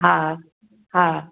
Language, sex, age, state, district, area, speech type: Sindhi, female, 60+, Gujarat, Kutch, urban, conversation